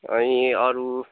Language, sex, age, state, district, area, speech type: Nepali, male, 18-30, West Bengal, Kalimpong, rural, conversation